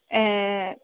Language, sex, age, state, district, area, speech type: Sindhi, female, 45-60, Uttar Pradesh, Lucknow, urban, conversation